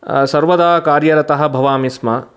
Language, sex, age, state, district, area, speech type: Sanskrit, male, 30-45, Karnataka, Mysore, urban, spontaneous